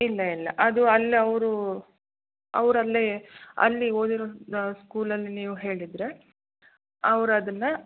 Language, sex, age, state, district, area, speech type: Kannada, female, 30-45, Karnataka, Shimoga, rural, conversation